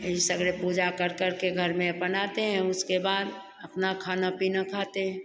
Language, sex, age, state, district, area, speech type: Hindi, female, 60+, Bihar, Begusarai, rural, spontaneous